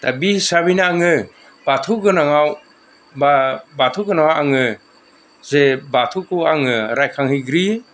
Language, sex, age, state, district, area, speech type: Bodo, male, 60+, Assam, Kokrajhar, rural, spontaneous